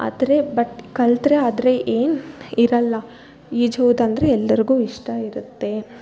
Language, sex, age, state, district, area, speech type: Kannada, female, 30-45, Karnataka, Bangalore Urban, rural, spontaneous